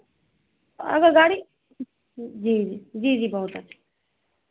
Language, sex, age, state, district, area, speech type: Hindi, female, 45-60, Bihar, Madhepura, rural, conversation